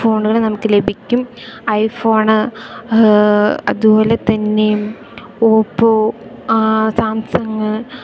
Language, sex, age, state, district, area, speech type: Malayalam, female, 18-30, Kerala, Idukki, rural, spontaneous